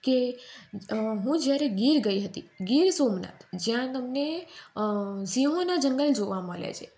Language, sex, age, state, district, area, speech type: Gujarati, female, 18-30, Gujarat, Surat, urban, spontaneous